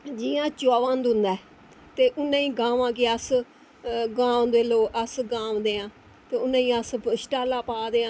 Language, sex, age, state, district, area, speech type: Dogri, female, 45-60, Jammu and Kashmir, Jammu, urban, spontaneous